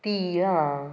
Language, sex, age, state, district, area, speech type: Goan Konkani, female, 18-30, Goa, Canacona, rural, spontaneous